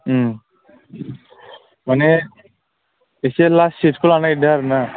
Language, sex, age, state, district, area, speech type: Bodo, male, 18-30, Assam, Udalguri, urban, conversation